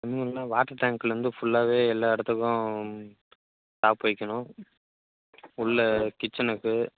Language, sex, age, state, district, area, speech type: Tamil, male, 30-45, Tamil Nadu, Chengalpattu, rural, conversation